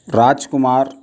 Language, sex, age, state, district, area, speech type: Tamil, male, 30-45, Tamil Nadu, Mayiladuthurai, rural, spontaneous